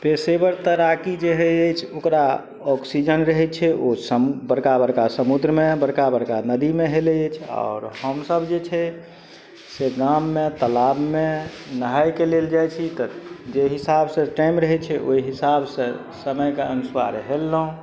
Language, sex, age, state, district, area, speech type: Maithili, male, 45-60, Bihar, Madhubani, rural, spontaneous